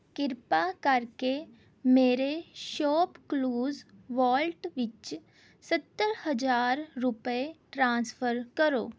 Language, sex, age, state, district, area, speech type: Punjabi, female, 18-30, Punjab, Rupnagar, urban, read